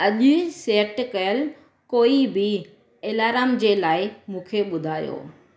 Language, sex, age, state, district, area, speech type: Sindhi, female, 30-45, Gujarat, Surat, urban, read